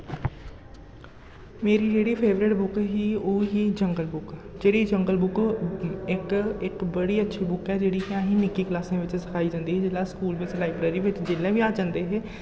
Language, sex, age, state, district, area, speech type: Dogri, male, 18-30, Jammu and Kashmir, Jammu, rural, spontaneous